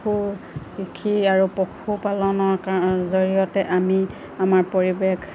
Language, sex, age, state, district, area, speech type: Assamese, female, 45-60, Assam, Golaghat, urban, spontaneous